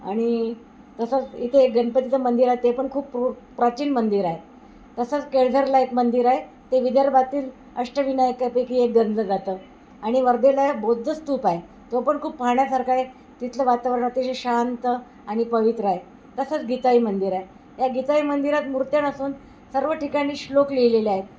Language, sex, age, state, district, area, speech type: Marathi, female, 60+, Maharashtra, Wardha, urban, spontaneous